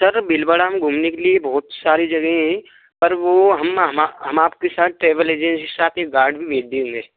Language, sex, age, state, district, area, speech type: Hindi, male, 18-30, Rajasthan, Bharatpur, rural, conversation